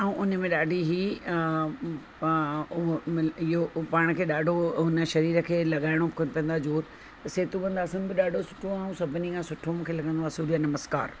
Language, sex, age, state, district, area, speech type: Sindhi, female, 45-60, Rajasthan, Ajmer, urban, spontaneous